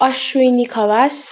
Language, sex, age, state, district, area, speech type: Nepali, female, 30-45, West Bengal, Darjeeling, rural, spontaneous